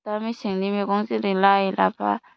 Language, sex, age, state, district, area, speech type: Bodo, female, 18-30, Assam, Baksa, rural, spontaneous